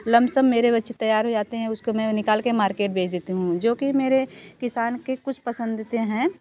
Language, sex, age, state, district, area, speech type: Hindi, female, 30-45, Uttar Pradesh, Varanasi, rural, spontaneous